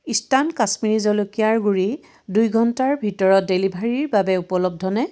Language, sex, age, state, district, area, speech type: Assamese, female, 45-60, Assam, Biswanath, rural, read